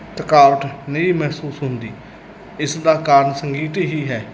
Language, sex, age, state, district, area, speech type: Punjabi, male, 30-45, Punjab, Mansa, urban, spontaneous